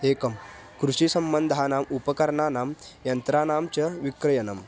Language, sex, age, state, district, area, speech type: Sanskrit, male, 18-30, Maharashtra, Kolhapur, rural, spontaneous